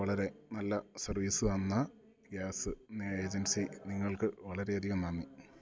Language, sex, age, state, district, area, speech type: Malayalam, male, 30-45, Kerala, Idukki, rural, spontaneous